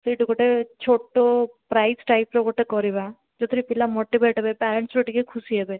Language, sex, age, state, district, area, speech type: Odia, female, 30-45, Odisha, Kalahandi, rural, conversation